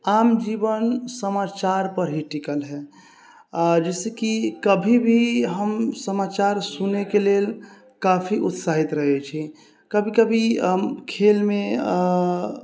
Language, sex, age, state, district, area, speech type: Maithili, female, 18-30, Bihar, Sitamarhi, rural, spontaneous